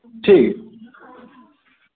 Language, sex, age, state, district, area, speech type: Dogri, male, 30-45, Jammu and Kashmir, Jammu, rural, conversation